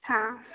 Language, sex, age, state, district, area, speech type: Hindi, female, 18-30, Madhya Pradesh, Betul, rural, conversation